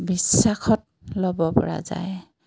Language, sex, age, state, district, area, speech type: Assamese, female, 45-60, Assam, Dibrugarh, rural, spontaneous